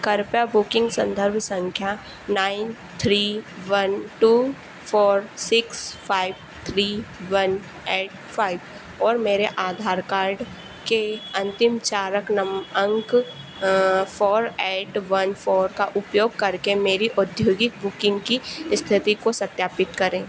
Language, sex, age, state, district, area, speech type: Hindi, female, 18-30, Madhya Pradesh, Harda, rural, read